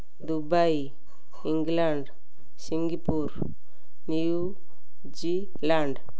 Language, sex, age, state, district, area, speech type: Odia, female, 45-60, Odisha, Ganjam, urban, spontaneous